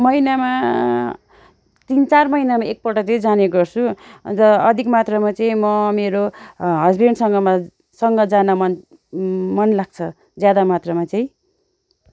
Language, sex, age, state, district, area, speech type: Nepali, female, 45-60, West Bengal, Darjeeling, rural, spontaneous